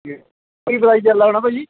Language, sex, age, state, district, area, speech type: Punjabi, male, 18-30, Punjab, Kapurthala, urban, conversation